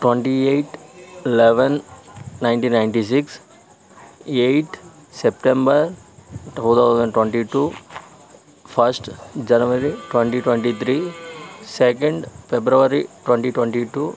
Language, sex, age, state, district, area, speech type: Telugu, male, 45-60, Andhra Pradesh, Vizianagaram, rural, spontaneous